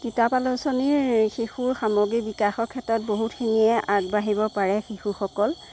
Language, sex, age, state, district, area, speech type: Assamese, female, 30-45, Assam, Golaghat, rural, spontaneous